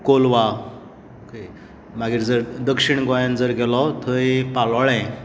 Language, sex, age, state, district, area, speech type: Goan Konkani, male, 45-60, Goa, Tiswadi, rural, spontaneous